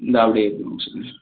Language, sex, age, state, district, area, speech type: Tamil, male, 18-30, Tamil Nadu, Thanjavur, rural, conversation